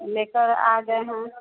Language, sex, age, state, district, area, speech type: Maithili, female, 30-45, Bihar, Sitamarhi, rural, conversation